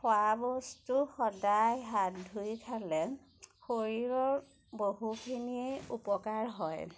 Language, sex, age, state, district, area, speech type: Assamese, female, 30-45, Assam, Majuli, urban, spontaneous